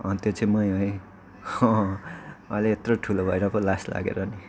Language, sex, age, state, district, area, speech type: Nepali, male, 18-30, West Bengal, Kalimpong, rural, spontaneous